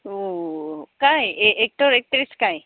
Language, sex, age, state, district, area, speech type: Assamese, female, 30-45, Assam, Goalpara, urban, conversation